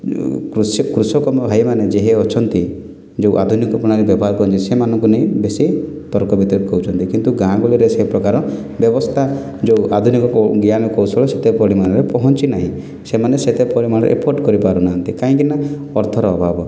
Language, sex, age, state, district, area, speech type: Odia, male, 30-45, Odisha, Kalahandi, rural, spontaneous